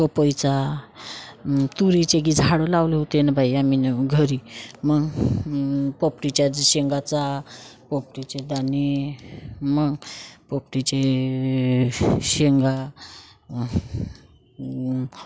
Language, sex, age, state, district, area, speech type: Marathi, female, 30-45, Maharashtra, Wardha, rural, spontaneous